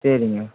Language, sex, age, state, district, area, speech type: Tamil, male, 18-30, Tamil Nadu, Tiruvarur, urban, conversation